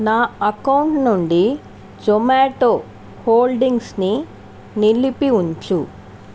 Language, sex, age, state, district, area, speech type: Telugu, female, 18-30, Andhra Pradesh, Chittoor, rural, read